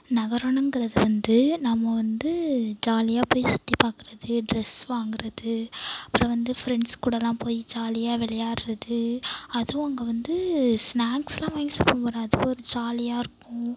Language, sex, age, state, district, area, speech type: Tamil, female, 18-30, Tamil Nadu, Mayiladuthurai, urban, spontaneous